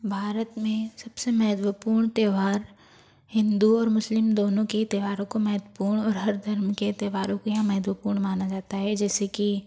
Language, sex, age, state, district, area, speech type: Hindi, female, 45-60, Madhya Pradesh, Bhopal, urban, spontaneous